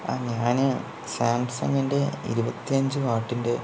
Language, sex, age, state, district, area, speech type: Malayalam, male, 30-45, Kerala, Palakkad, urban, spontaneous